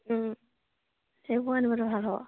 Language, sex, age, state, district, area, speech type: Assamese, female, 18-30, Assam, Sivasagar, rural, conversation